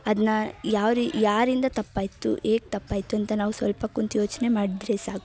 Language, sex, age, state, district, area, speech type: Kannada, female, 18-30, Karnataka, Dharwad, urban, spontaneous